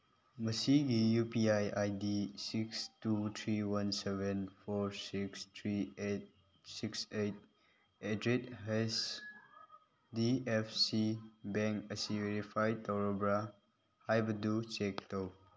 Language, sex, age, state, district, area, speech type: Manipuri, male, 18-30, Manipur, Chandel, rural, read